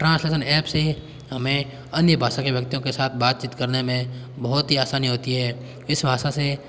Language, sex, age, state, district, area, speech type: Hindi, male, 18-30, Rajasthan, Jodhpur, urban, spontaneous